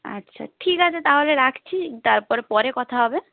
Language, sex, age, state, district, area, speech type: Bengali, female, 18-30, West Bengal, Nadia, rural, conversation